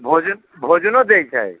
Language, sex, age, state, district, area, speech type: Maithili, male, 60+, Bihar, Sitamarhi, rural, conversation